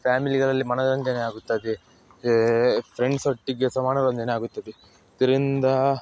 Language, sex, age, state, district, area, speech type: Kannada, male, 18-30, Karnataka, Udupi, rural, spontaneous